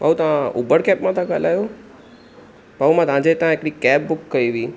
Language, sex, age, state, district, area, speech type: Sindhi, male, 18-30, Maharashtra, Thane, rural, spontaneous